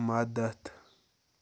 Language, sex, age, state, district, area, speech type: Kashmiri, male, 45-60, Jammu and Kashmir, Ganderbal, rural, read